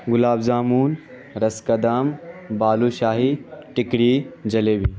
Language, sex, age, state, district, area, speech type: Urdu, male, 18-30, Bihar, Saharsa, rural, spontaneous